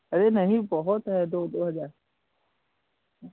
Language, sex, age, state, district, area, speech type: Hindi, male, 18-30, Uttar Pradesh, Prayagraj, urban, conversation